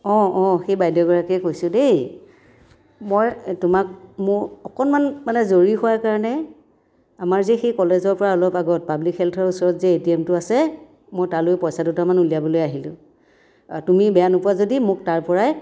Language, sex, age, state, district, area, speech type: Assamese, female, 45-60, Assam, Dhemaji, rural, spontaneous